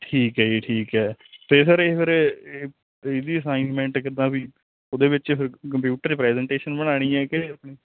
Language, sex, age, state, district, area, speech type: Punjabi, male, 18-30, Punjab, Hoshiarpur, rural, conversation